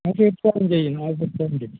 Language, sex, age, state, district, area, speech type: Malayalam, male, 60+, Kerala, Alappuzha, rural, conversation